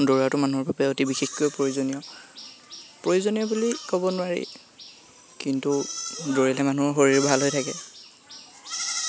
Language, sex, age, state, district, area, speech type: Assamese, male, 18-30, Assam, Lakhimpur, rural, spontaneous